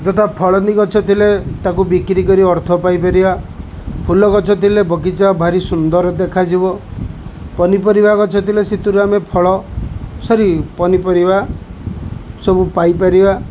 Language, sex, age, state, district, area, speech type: Odia, male, 45-60, Odisha, Kendujhar, urban, spontaneous